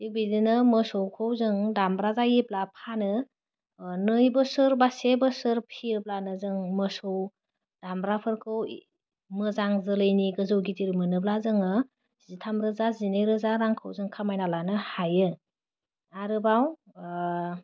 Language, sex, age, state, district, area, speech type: Bodo, female, 30-45, Assam, Udalguri, urban, spontaneous